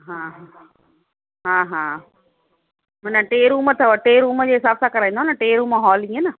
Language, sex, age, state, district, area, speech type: Sindhi, female, 45-60, Gujarat, Kutch, rural, conversation